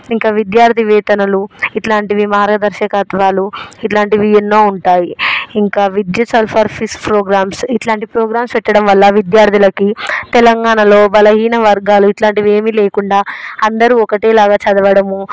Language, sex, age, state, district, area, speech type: Telugu, female, 18-30, Telangana, Hyderabad, urban, spontaneous